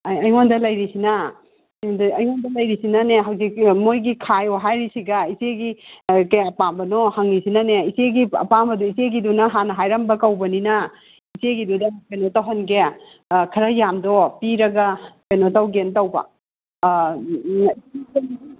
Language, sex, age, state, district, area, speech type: Manipuri, female, 45-60, Manipur, Kakching, rural, conversation